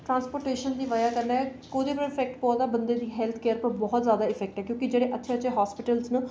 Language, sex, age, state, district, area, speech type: Dogri, female, 30-45, Jammu and Kashmir, Reasi, urban, spontaneous